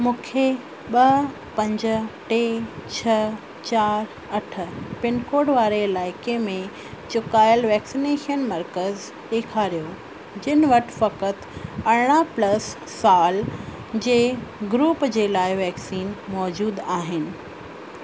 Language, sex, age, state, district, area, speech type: Sindhi, female, 30-45, Rajasthan, Ajmer, urban, read